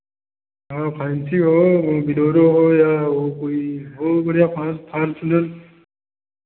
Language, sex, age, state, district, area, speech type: Hindi, male, 45-60, Uttar Pradesh, Lucknow, rural, conversation